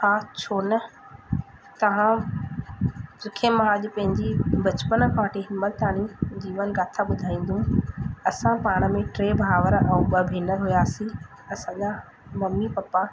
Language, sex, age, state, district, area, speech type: Sindhi, male, 45-60, Madhya Pradesh, Katni, urban, spontaneous